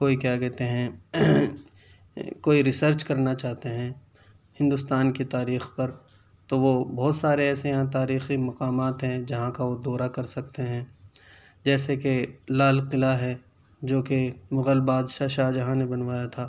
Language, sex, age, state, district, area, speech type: Urdu, male, 30-45, Delhi, Central Delhi, urban, spontaneous